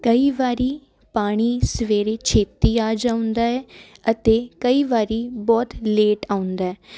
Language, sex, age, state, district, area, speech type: Punjabi, female, 18-30, Punjab, Jalandhar, urban, spontaneous